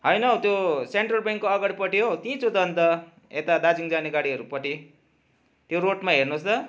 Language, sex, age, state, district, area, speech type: Nepali, male, 45-60, West Bengal, Darjeeling, urban, spontaneous